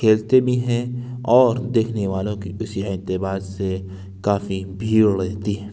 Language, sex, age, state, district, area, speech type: Urdu, male, 30-45, Uttar Pradesh, Lucknow, urban, spontaneous